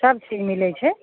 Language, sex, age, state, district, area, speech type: Maithili, female, 45-60, Bihar, Begusarai, rural, conversation